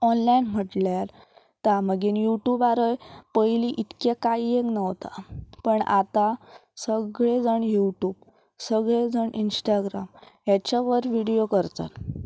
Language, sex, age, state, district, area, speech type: Goan Konkani, female, 18-30, Goa, Pernem, rural, spontaneous